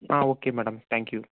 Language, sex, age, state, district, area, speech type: Tamil, male, 30-45, Tamil Nadu, Tiruvarur, rural, conversation